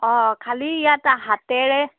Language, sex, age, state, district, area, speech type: Assamese, female, 18-30, Assam, Lakhimpur, rural, conversation